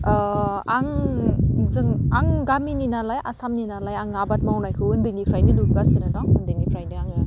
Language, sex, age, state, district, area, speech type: Bodo, female, 18-30, Assam, Udalguri, urban, spontaneous